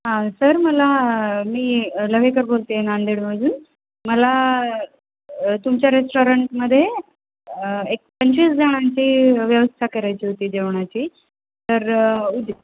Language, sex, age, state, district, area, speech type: Marathi, female, 30-45, Maharashtra, Nanded, urban, conversation